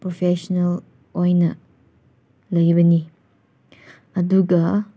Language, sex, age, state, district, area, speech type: Manipuri, female, 18-30, Manipur, Senapati, rural, spontaneous